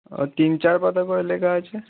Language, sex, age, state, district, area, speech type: Bengali, male, 18-30, West Bengal, Howrah, urban, conversation